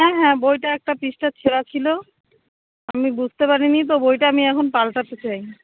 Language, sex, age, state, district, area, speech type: Bengali, female, 45-60, West Bengal, Darjeeling, urban, conversation